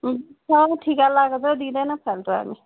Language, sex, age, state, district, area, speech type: Nepali, female, 30-45, West Bengal, Darjeeling, rural, conversation